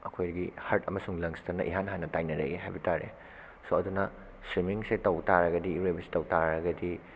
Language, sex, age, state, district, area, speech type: Manipuri, male, 18-30, Manipur, Bishnupur, rural, spontaneous